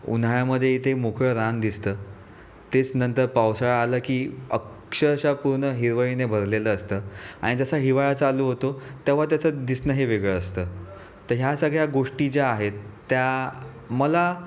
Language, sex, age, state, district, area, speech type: Marathi, male, 30-45, Maharashtra, Raigad, rural, spontaneous